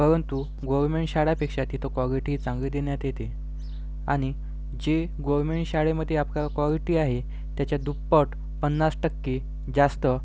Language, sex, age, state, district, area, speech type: Marathi, male, 18-30, Maharashtra, Washim, urban, spontaneous